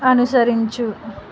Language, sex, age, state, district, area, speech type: Telugu, female, 45-60, Andhra Pradesh, Konaseema, rural, read